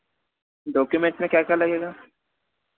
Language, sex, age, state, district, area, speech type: Hindi, male, 30-45, Madhya Pradesh, Harda, urban, conversation